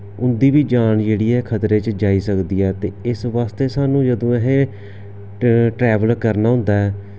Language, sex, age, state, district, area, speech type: Dogri, male, 30-45, Jammu and Kashmir, Samba, urban, spontaneous